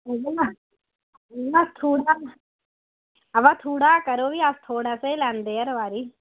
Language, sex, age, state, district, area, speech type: Dogri, female, 30-45, Jammu and Kashmir, Udhampur, urban, conversation